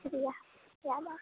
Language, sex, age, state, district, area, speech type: Maithili, female, 18-30, Bihar, Sitamarhi, rural, conversation